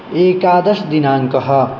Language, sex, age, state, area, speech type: Sanskrit, male, 18-30, Bihar, rural, spontaneous